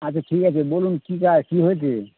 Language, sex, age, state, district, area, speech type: Bengali, male, 30-45, West Bengal, Birbhum, urban, conversation